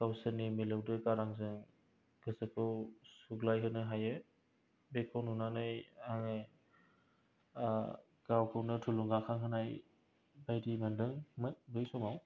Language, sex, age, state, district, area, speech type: Bodo, male, 18-30, Assam, Kokrajhar, rural, spontaneous